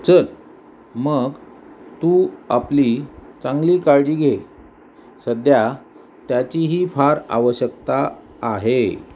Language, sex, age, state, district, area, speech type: Marathi, male, 45-60, Maharashtra, Osmanabad, rural, read